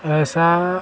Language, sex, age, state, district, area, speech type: Hindi, male, 45-60, Bihar, Vaishali, urban, spontaneous